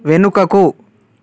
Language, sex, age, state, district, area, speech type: Telugu, male, 45-60, Telangana, Mancherial, rural, read